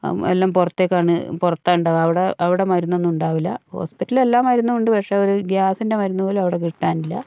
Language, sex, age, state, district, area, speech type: Malayalam, female, 60+, Kerala, Wayanad, rural, spontaneous